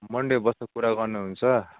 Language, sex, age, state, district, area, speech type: Nepali, male, 30-45, West Bengal, Darjeeling, rural, conversation